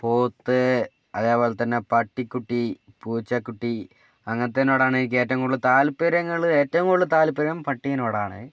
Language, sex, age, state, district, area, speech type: Malayalam, male, 30-45, Kerala, Wayanad, rural, spontaneous